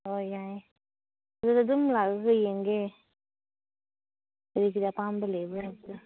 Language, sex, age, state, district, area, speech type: Manipuri, female, 45-60, Manipur, Ukhrul, rural, conversation